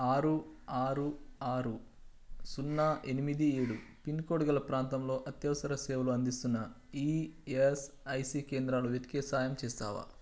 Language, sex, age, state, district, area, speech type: Telugu, male, 18-30, Telangana, Nalgonda, rural, read